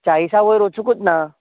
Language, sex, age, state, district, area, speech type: Goan Konkani, male, 18-30, Goa, Tiswadi, rural, conversation